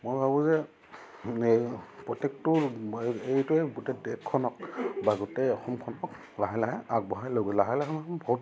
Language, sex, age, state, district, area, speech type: Assamese, male, 30-45, Assam, Charaideo, rural, spontaneous